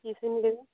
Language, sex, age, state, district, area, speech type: Bengali, female, 30-45, West Bengal, Uttar Dinajpur, urban, conversation